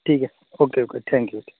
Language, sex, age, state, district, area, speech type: Urdu, male, 30-45, Bihar, Saharsa, rural, conversation